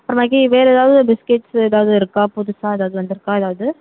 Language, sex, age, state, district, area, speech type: Tamil, female, 18-30, Tamil Nadu, Sivaganga, rural, conversation